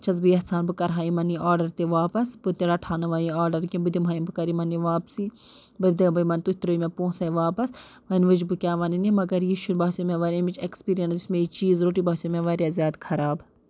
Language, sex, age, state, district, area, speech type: Kashmiri, female, 18-30, Jammu and Kashmir, Budgam, rural, spontaneous